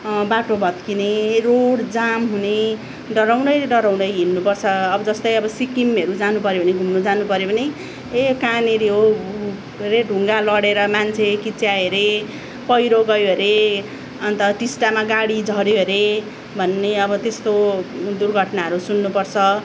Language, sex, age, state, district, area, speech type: Nepali, female, 30-45, West Bengal, Darjeeling, rural, spontaneous